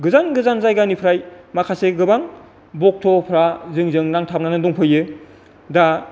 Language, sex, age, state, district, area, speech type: Bodo, male, 45-60, Assam, Kokrajhar, rural, spontaneous